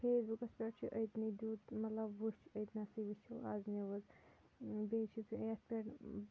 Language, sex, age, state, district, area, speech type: Kashmiri, female, 30-45, Jammu and Kashmir, Shopian, urban, spontaneous